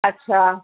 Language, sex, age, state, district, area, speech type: Sindhi, female, 18-30, Gujarat, Kutch, urban, conversation